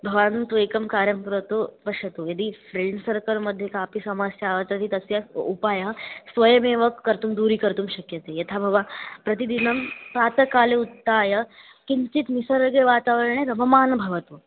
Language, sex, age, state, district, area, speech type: Sanskrit, female, 18-30, Maharashtra, Chandrapur, rural, conversation